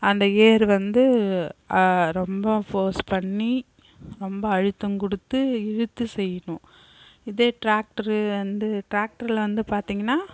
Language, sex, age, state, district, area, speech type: Tamil, female, 30-45, Tamil Nadu, Kallakurichi, rural, spontaneous